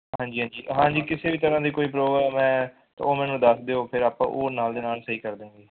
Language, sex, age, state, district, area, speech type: Punjabi, male, 18-30, Punjab, Fazilka, rural, conversation